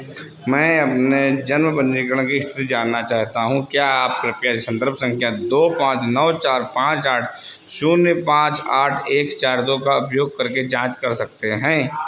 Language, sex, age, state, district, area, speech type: Hindi, male, 45-60, Uttar Pradesh, Sitapur, rural, read